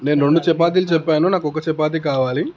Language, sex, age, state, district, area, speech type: Telugu, male, 18-30, Telangana, Peddapalli, rural, spontaneous